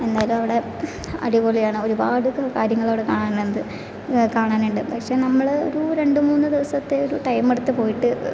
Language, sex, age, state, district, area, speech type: Malayalam, female, 18-30, Kerala, Thrissur, rural, spontaneous